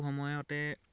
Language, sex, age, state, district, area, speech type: Assamese, male, 45-60, Assam, Dhemaji, rural, spontaneous